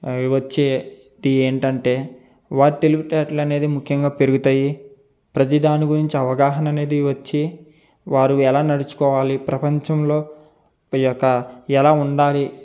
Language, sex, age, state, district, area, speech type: Telugu, male, 45-60, Andhra Pradesh, East Godavari, rural, spontaneous